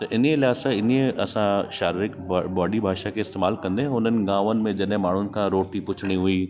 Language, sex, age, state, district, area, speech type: Sindhi, male, 30-45, Delhi, South Delhi, urban, spontaneous